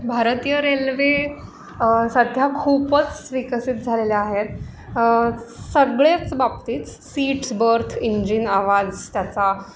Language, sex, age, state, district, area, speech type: Marathi, female, 30-45, Maharashtra, Pune, urban, spontaneous